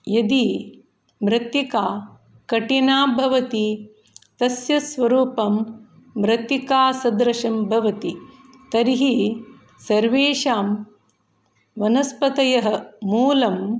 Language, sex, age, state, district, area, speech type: Sanskrit, female, 45-60, Karnataka, Shimoga, rural, spontaneous